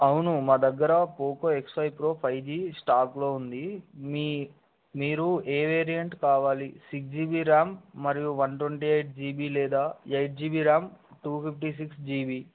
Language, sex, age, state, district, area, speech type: Telugu, male, 18-30, Telangana, Adilabad, urban, conversation